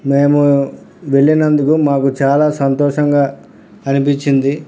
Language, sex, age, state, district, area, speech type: Telugu, male, 60+, Andhra Pradesh, Krishna, urban, spontaneous